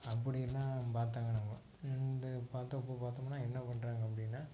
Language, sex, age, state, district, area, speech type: Tamil, male, 45-60, Tamil Nadu, Tiruppur, urban, spontaneous